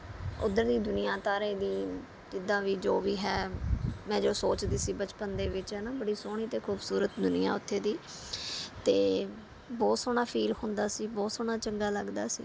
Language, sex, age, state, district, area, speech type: Punjabi, female, 30-45, Punjab, Rupnagar, rural, spontaneous